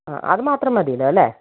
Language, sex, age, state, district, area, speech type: Malayalam, female, 30-45, Kerala, Malappuram, rural, conversation